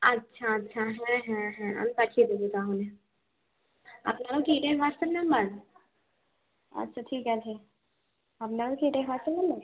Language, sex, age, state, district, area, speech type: Bengali, female, 18-30, West Bengal, Bankura, urban, conversation